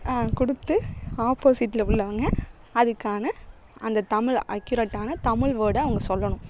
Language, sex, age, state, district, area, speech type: Tamil, female, 30-45, Tamil Nadu, Thanjavur, urban, spontaneous